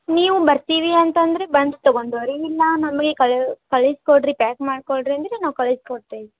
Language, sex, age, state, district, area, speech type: Kannada, female, 18-30, Karnataka, Gadag, rural, conversation